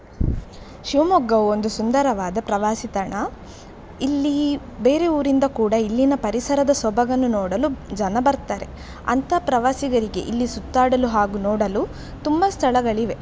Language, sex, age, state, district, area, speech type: Kannada, female, 18-30, Karnataka, Shimoga, rural, spontaneous